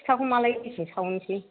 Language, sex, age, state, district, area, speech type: Bodo, female, 30-45, Assam, Kokrajhar, rural, conversation